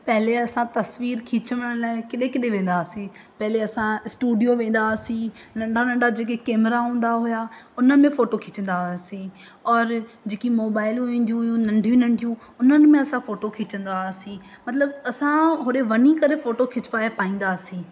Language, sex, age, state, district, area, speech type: Sindhi, female, 18-30, Madhya Pradesh, Katni, rural, spontaneous